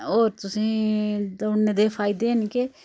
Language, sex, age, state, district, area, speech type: Dogri, female, 45-60, Jammu and Kashmir, Udhampur, rural, spontaneous